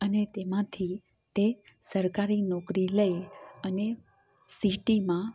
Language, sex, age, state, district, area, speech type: Gujarati, female, 30-45, Gujarat, Amreli, rural, spontaneous